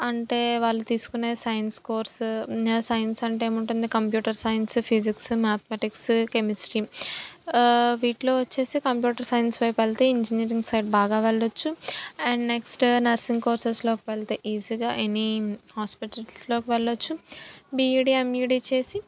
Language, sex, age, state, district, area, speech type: Telugu, female, 18-30, Andhra Pradesh, Anakapalli, rural, spontaneous